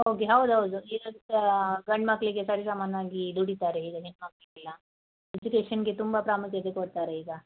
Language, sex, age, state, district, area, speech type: Kannada, female, 30-45, Karnataka, Dakshina Kannada, rural, conversation